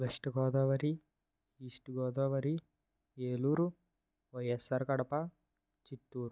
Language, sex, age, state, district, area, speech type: Telugu, male, 18-30, Andhra Pradesh, West Godavari, rural, spontaneous